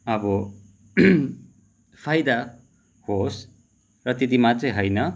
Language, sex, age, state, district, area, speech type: Nepali, male, 30-45, West Bengal, Kalimpong, rural, spontaneous